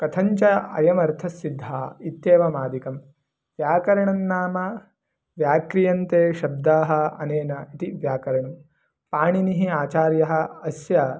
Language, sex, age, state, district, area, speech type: Sanskrit, male, 18-30, Karnataka, Mandya, rural, spontaneous